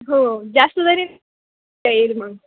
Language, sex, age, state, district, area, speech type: Marathi, female, 18-30, Maharashtra, Ahmednagar, rural, conversation